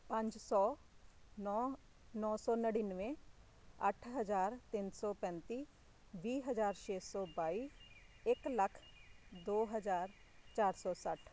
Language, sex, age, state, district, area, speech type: Punjabi, female, 30-45, Punjab, Shaheed Bhagat Singh Nagar, urban, spontaneous